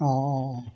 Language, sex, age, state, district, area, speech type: Assamese, male, 45-60, Assam, Jorhat, urban, spontaneous